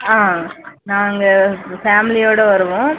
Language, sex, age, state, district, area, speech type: Tamil, female, 30-45, Tamil Nadu, Dharmapuri, rural, conversation